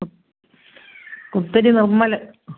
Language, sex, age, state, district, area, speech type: Malayalam, female, 45-60, Kerala, Kottayam, rural, conversation